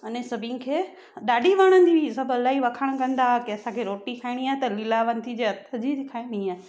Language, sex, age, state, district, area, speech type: Sindhi, female, 30-45, Gujarat, Surat, urban, spontaneous